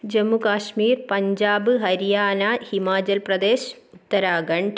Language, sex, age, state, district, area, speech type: Malayalam, female, 18-30, Kerala, Kozhikode, urban, spontaneous